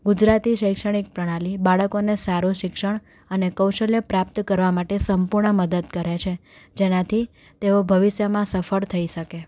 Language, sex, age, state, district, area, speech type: Gujarati, female, 18-30, Gujarat, Anand, urban, spontaneous